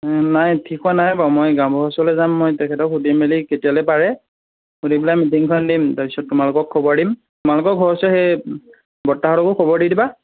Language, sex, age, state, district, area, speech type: Assamese, male, 18-30, Assam, Jorhat, urban, conversation